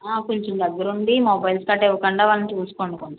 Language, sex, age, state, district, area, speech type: Telugu, female, 18-30, Andhra Pradesh, Konaseema, urban, conversation